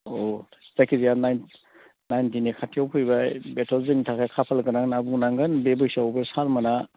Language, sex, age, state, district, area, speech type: Bodo, male, 60+, Assam, Udalguri, urban, conversation